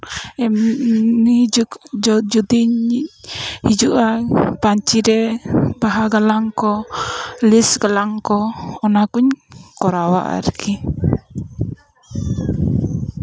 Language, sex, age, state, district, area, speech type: Santali, female, 30-45, West Bengal, Bankura, rural, spontaneous